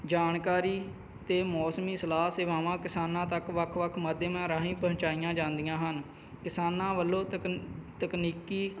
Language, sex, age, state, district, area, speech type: Punjabi, male, 30-45, Punjab, Kapurthala, rural, spontaneous